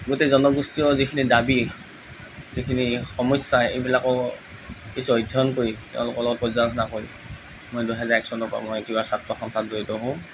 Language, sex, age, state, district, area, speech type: Assamese, male, 30-45, Assam, Morigaon, rural, spontaneous